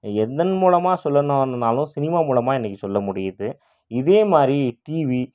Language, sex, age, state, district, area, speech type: Tamil, male, 30-45, Tamil Nadu, Krishnagiri, rural, spontaneous